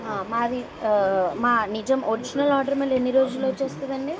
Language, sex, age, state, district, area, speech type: Telugu, female, 18-30, Telangana, Karimnagar, urban, spontaneous